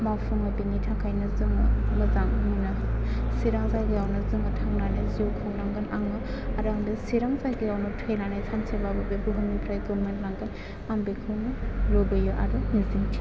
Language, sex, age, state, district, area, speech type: Bodo, female, 18-30, Assam, Chirang, urban, spontaneous